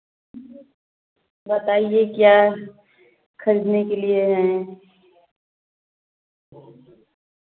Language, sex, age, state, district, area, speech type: Hindi, female, 30-45, Uttar Pradesh, Varanasi, rural, conversation